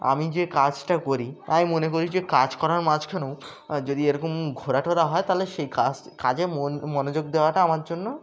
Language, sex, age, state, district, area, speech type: Bengali, male, 18-30, West Bengal, Birbhum, urban, spontaneous